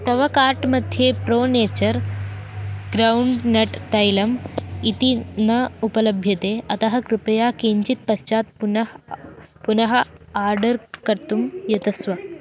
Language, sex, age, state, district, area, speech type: Sanskrit, female, 18-30, Kerala, Kottayam, rural, read